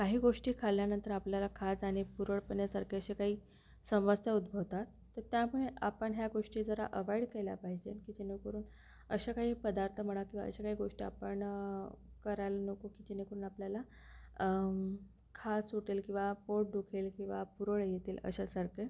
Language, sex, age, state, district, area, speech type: Marathi, female, 18-30, Maharashtra, Akola, urban, spontaneous